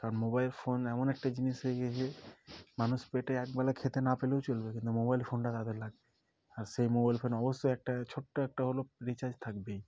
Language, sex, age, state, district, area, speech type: Bengali, male, 18-30, West Bengal, Murshidabad, urban, spontaneous